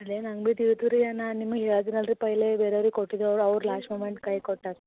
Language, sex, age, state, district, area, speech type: Kannada, female, 18-30, Karnataka, Gulbarga, urban, conversation